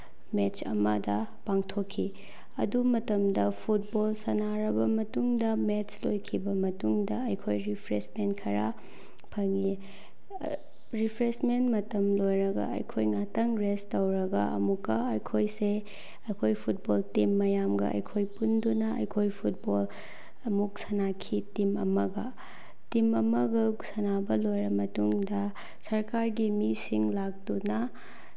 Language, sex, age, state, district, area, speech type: Manipuri, female, 18-30, Manipur, Bishnupur, rural, spontaneous